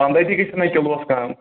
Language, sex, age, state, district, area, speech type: Kashmiri, male, 30-45, Jammu and Kashmir, Anantnag, rural, conversation